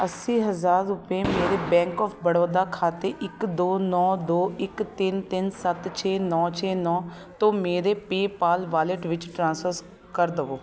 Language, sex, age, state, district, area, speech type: Punjabi, female, 30-45, Punjab, Shaheed Bhagat Singh Nagar, urban, read